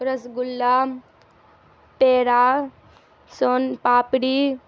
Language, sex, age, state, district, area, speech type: Urdu, female, 18-30, Bihar, Darbhanga, rural, spontaneous